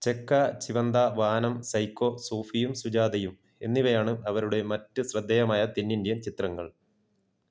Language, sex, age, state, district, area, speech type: Malayalam, male, 30-45, Kerala, Kasaragod, rural, read